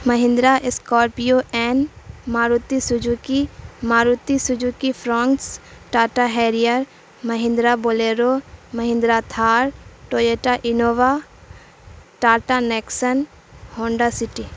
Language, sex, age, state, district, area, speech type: Urdu, female, 18-30, Bihar, Supaul, rural, spontaneous